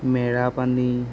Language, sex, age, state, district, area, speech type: Assamese, male, 30-45, Assam, Golaghat, urban, spontaneous